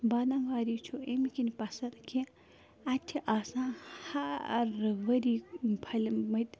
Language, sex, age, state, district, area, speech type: Kashmiri, female, 30-45, Jammu and Kashmir, Bandipora, rural, spontaneous